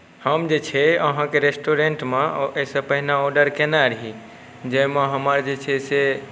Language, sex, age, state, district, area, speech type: Maithili, male, 18-30, Bihar, Saharsa, rural, spontaneous